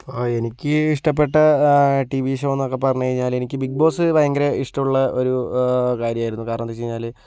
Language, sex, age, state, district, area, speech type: Malayalam, male, 60+, Kerala, Kozhikode, urban, spontaneous